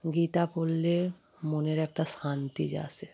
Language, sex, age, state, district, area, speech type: Bengali, female, 30-45, West Bengal, Darjeeling, rural, spontaneous